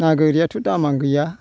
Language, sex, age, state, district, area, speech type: Bodo, male, 60+, Assam, Kokrajhar, urban, spontaneous